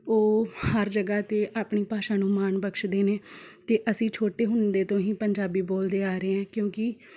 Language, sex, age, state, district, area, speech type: Punjabi, female, 18-30, Punjab, Shaheed Bhagat Singh Nagar, rural, spontaneous